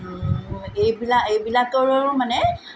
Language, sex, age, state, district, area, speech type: Assamese, female, 45-60, Assam, Tinsukia, rural, spontaneous